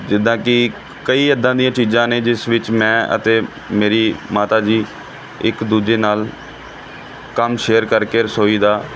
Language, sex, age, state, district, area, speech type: Punjabi, male, 30-45, Punjab, Pathankot, urban, spontaneous